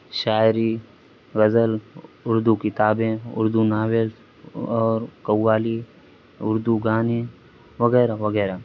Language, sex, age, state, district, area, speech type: Urdu, male, 18-30, Uttar Pradesh, Azamgarh, rural, spontaneous